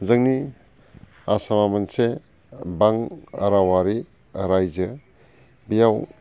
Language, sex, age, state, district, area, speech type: Bodo, male, 45-60, Assam, Baksa, urban, spontaneous